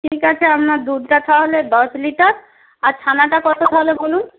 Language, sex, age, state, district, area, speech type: Bengali, female, 45-60, West Bengal, Jalpaiguri, rural, conversation